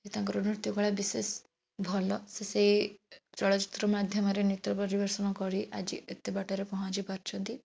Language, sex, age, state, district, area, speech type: Odia, female, 18-30, Odisha, Bhadrak, rural, spontaneous